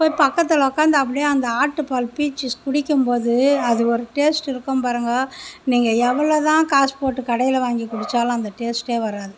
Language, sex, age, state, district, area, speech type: Tamil, female, 30-45, Tamil Nadu, Mayiladuthurai, rural, spontaneous